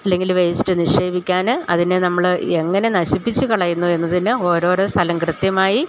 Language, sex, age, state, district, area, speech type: Malayalam, female, 60+, Kerala, Idukki, rural, spontaneous